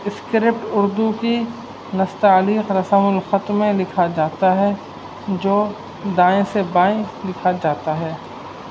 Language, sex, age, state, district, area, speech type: Urdu, male, 30-45, Uttar Pradesh, Rampur, urban, spontaneous